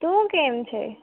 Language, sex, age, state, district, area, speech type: Gujarati, female, 18-30, Gujarat, Surat, rural, conversation